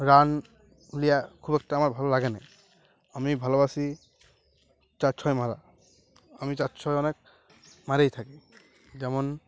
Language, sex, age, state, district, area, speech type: Bengali, male, 18-30, West Bengal, Uttar Dinajpur, urban, spontaneous